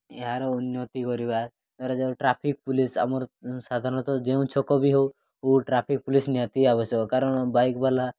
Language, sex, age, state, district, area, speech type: Odia, male, 18-30, Odisha, Mayurbhanj, rural, spontaneous